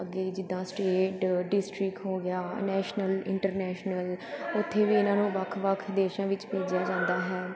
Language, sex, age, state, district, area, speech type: Punjabi, female, 18-30, Punjab, Pathankot, urban, spontaneous